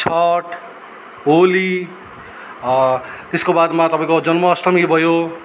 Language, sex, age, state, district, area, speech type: Nepali, male, 30-45, West Bengal, Darjeeling, rural, spontaneous